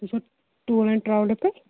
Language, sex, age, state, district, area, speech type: Kashmiri, female, 18-30, Jammu and Kashmir, Pulwama, urban, conversation